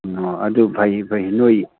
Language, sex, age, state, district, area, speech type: Manipuri, male, 60+, Manipur, Imphal East, rural, conversation